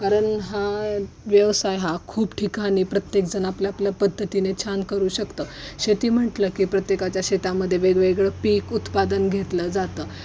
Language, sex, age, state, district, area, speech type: Marathi, female, 18-30, Maharashtra, Osmanabad, rural, spontaneous